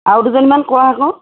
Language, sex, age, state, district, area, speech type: Assamese, female, 30-45, Assam, Lakhimpur, rural, conversation